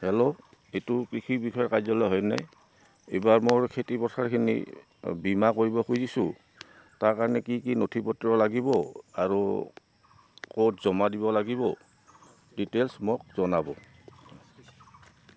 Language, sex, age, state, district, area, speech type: Assamese, male, 60+, Assam, Goalpara, urban, spontaneous